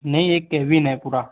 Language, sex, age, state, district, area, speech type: Hindi, male, 18-30, Madhya Pradesh, Betul, rural, conversation